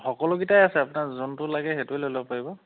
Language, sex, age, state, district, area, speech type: Assamese, male, 30-45, Assam, Charaideo, rural, conversation